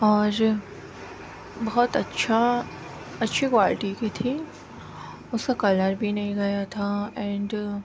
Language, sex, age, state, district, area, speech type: Urdu, female, 45-60, Delhi, Central Delhi, rural, spontaneous